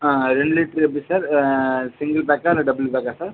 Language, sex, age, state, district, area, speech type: Tamil, male, 18-30, Tamil Nadu, Viluppuram, urban, conversation